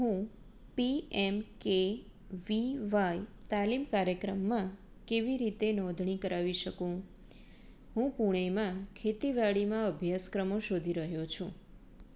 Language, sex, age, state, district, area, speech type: Gujarati, female, 30-45, Gujarat, Anand, urban, read